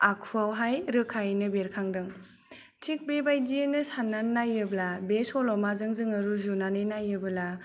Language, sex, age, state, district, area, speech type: Bodo, female, 18-30, Assam, Kokrajhar, rural, spontaneous